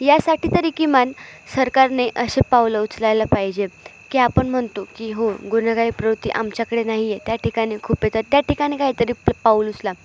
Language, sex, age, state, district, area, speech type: Marathi, female, 18-30, Maharashtra, Ahmednagar, urban, spontaneous